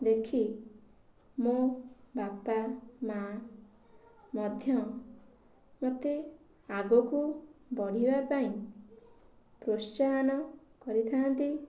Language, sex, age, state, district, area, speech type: Odia, female, 18-30, Odisha, Kendrapara, urban, spontaneous